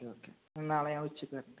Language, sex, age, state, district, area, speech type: Malayalam, male, 18-30, Kerala, Malappuram, rural, conversation